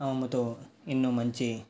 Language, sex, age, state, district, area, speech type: Telugu, male, 18-30, Andhra Pradesh, Nellore, urban, spontaneous